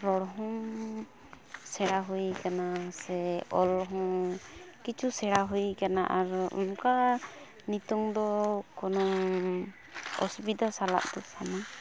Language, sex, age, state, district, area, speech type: Santali, female, 18-30, West Bengal, Purulia, rural, spontaneous